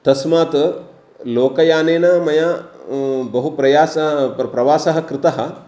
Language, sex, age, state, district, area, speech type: Sanskrit, male, 45-60, Karnataka, Uttara Kannada, urban, spontaneous